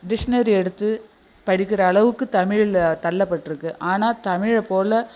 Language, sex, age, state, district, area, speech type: Tamil, female, 60+, Tamil Nadu, Nagapattinam, rural, spontaneous